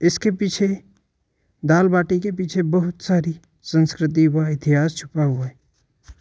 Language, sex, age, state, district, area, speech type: Hindi, male, 18-30, Madhya Pradesh, Ujjain, urban, spontaneous